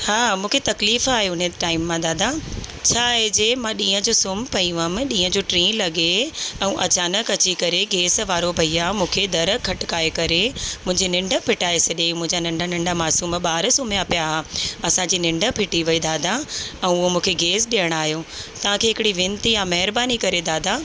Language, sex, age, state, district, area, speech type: Sindhi, female, 30-45, Rajasthan, Ajmer, urban, spontaneous